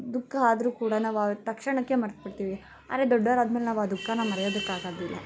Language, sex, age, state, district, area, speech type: Kannada, female, 18-30, Karnataka, Bangalore Rural, urban, spontaneous